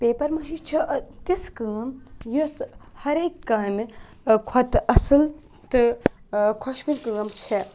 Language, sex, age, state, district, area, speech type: Kashmiri, female, 18-30, Jammu and Kashmir, Budgam, urban, spontaneous